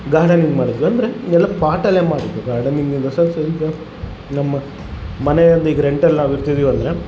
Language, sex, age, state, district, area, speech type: Kannada, male, 30-45, Karnataka, Vijayanagara, rural, spontaneous